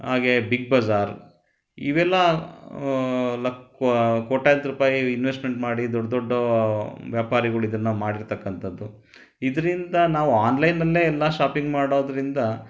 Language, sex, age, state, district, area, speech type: Kannada, male, 30-45, Karnataka, Chitradurga, rural, spontaneous